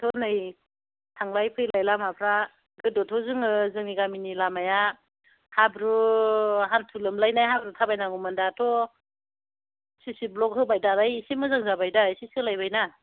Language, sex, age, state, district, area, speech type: Bodo, female, 45-60, Assam, Chirang, rural, conversation